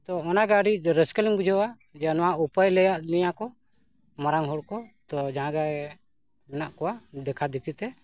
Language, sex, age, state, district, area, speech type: Santali, male, 45-60, Jharkhand, Bokaro, rural, spontaneous